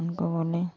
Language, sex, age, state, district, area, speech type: Hindi, female, 30-45, Uttar Pradesh, Jaunpur, rural, spontaneous